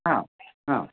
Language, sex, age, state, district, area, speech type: Marathi, male, 18-30, Maharashtra, Raigad, rural, conversation